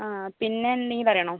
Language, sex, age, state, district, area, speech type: Malayalam, female, 45-60, Kerala, Kozhikode, urban, conversation